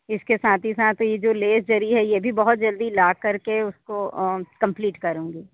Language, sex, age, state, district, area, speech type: Hindi, female, 30-45, Madhya Pradesh, Katni, urban, conversation